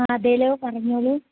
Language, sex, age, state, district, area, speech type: Malayalam, female, 18-30, Kerala, Idukki, rural, conversation